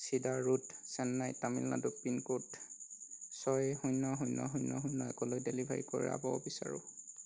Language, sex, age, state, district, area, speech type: Assamese, male, 18-30, Assam, Golaghat, rural, read